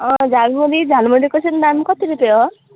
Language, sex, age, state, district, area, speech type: Nepali, female, 18-30, West Bengal, Alipurduar, rural, conversation